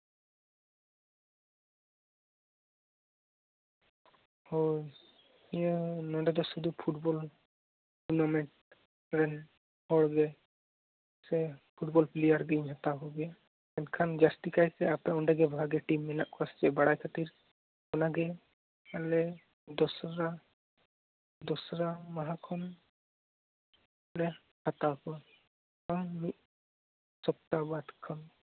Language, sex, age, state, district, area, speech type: Santali, female, 18-30, West Bengal, Jhargram, rural, conversation